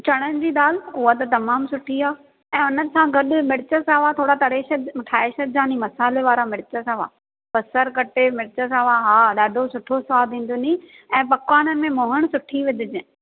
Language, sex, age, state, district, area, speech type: Sindhi, female, 30-45, Maharashtra, Thane, urban, conversation